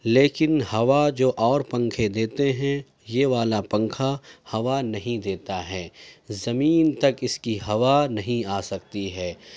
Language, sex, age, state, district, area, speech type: Urdu, male, 30-45, Uttar Pradesh, Ghaziabad, urban, spontaneous